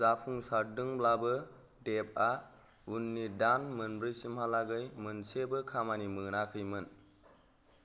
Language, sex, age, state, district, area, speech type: Bodo, male, 18-30, Assam, Kokrajhar, rural, read